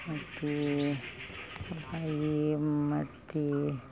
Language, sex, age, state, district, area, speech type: Kannada, female, 45-60, Karnataka, Udupi, rural, spontaneous